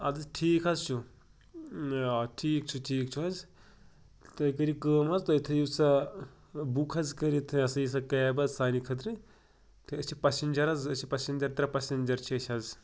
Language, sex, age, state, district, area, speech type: Kashmiri, male, 30-45, Jammu and Kashmir, Pulwama, rural, spontaneous